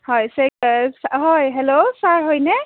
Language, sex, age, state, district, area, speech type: Assamese, female, 30-45, Assam, Udalguri, urban, conversation